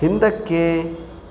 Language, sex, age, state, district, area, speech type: Kannada, male, 30-45, Karnataka, Kolar, rural, read